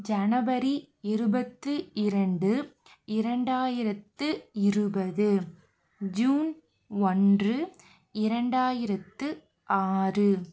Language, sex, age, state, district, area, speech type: Tamil, female, 45-60, Tamil Nadu, Pudukkottai, urban, spontaneous